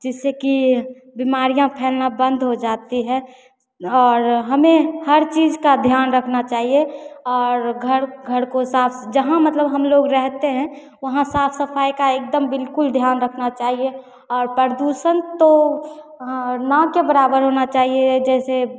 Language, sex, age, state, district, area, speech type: Hindi, female, 18-30, Bihar, Begusarai, rural, spontaneous